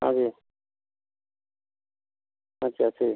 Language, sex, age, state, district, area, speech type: Hindi, male, 60+, Uttar Pradesh, Ghazipur, rural, conversation